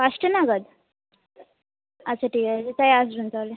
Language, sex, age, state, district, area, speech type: Bengali, female, 18-30, West Bengal, Hooghly, urban, conversation